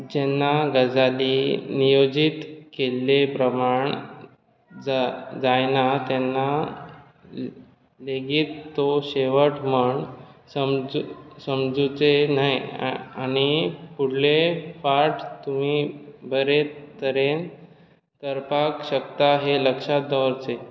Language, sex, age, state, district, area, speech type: Goan Konkani, male, 18-30, Goa, Bardez, urban, read